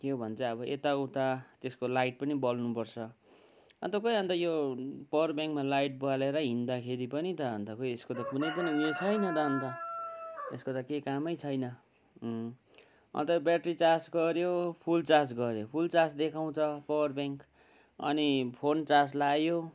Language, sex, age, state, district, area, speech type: Nepali, male, 60+, West Bengal, Kalimpong, rural, spontaneous